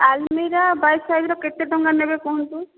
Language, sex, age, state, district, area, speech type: Odia, female, 18-30, Odisha, Boudh, rural, conversation